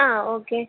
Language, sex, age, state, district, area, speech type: Malayalam, female, 18-30, Kerala, Thiruvananthapuram, rural, conversation